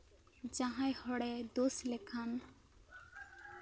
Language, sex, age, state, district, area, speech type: Santali, female, 18-30, West Bengal, Bankura, rural, spontaneous